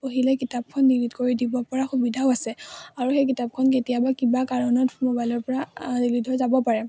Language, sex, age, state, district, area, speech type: Assamese, female, 18-30, Assam, Majuli, urban, spontaneous